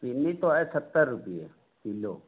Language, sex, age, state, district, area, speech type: Hindi, male, 45-60, Uttar Pradesh, Mau, rural, conversation